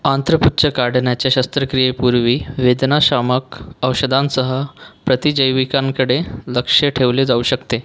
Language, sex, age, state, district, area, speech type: Marathi, male, 18-30, Maharashtra, Buldhana, rural, read